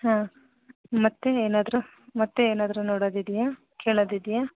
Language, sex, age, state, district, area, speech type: Kannada, female, 30-45, Karnataka, Chitradurga, rural, conversation